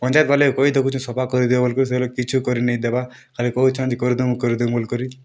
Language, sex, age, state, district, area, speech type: Odia, male, 18-30, Odisha, Kalahandi, rural, spontaneous